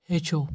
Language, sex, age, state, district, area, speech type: Kashmiri, male, 18-30, Jammu and Kashmir, Anantnag, rural, read